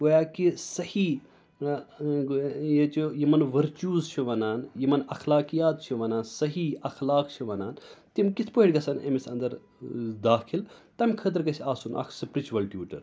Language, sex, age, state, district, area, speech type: Kashmiri, male, 30-45, Jammu and Kashmir, Srinagar, urban, spontaneous